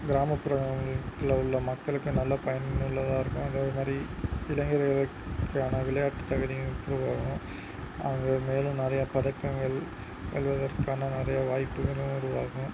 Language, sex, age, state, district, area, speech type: Tamil, male, 30-45, Tamil Nadu, Sivaganga, rural, spontaneous